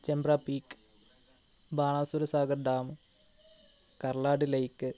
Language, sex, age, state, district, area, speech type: Malayalam, male, 18-30, Kerala, Wayanad, rural, spontaneous